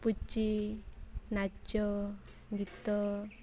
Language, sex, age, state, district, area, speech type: Odia, female, 18-30, Odisha, Mayurbhanj, rural, spontaneous